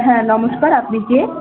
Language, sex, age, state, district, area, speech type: Bengali, female, 18-30, West Bengal, Malda, urban, conversation